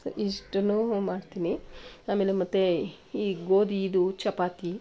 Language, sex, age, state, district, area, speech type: Kannada, female, 45-60, Karnataka, Mandya, rural, spontaneous